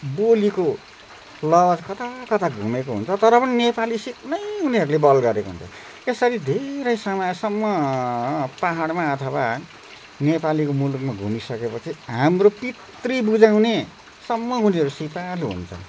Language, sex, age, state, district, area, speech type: Nepali, male, 60+, West Bengal, Darjeeling, rural, spontaneous